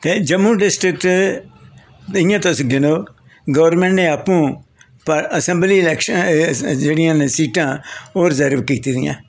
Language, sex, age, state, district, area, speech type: Dogri, male, 60+, Jammu and Kashmir, Jammu, urban, spontaneous